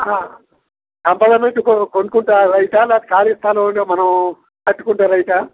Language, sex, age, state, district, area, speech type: Telugu, male, 60+, Andhra Pradesh, Guntur, urban, conversation